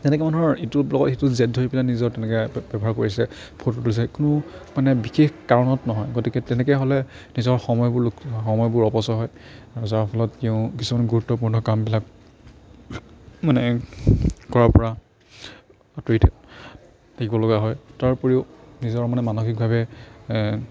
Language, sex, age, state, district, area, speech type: Assamese, male, 45-60, Assam, Morigaon, rural, spontaneous